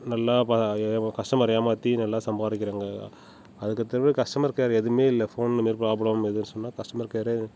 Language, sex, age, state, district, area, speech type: Tamil, male, 30-45, Tamil Nadu, Tiruchirappalli, rural, spontaneous